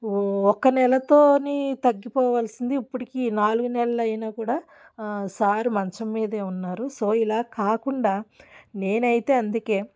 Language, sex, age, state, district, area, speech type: Telugu, female, 45-60, Andhra Pradesh, Alluri Sitarama Raju, rural, spontaneous